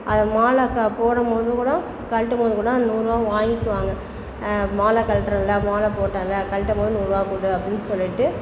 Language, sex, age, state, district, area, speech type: Tamil, female, 60+, Tamil Nadu, Perambalur, rural, spontaneous